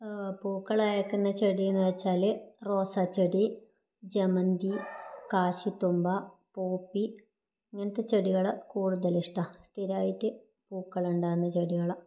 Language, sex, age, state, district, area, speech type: Malayalam, female, 30-45, Kerala, Kannur, rural, spontaneous